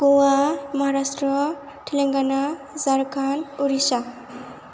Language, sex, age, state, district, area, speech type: Bodo, female, 18-30, Assam, Chirang, rural, spontaneous